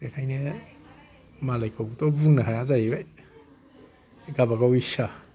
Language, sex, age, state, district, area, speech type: Bodo, male, 60+, Assam, Kokrajhar, urban, spontaneous